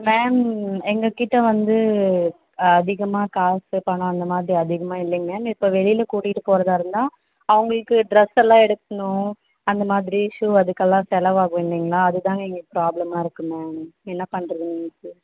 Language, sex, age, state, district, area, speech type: Tamil, female, 18-30, Tamil Nadu, Tirupattur, rural, conversation